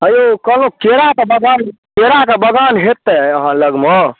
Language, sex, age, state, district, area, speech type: Maithili, male, 18-30, Bihar, Darbhanga, rural, conversation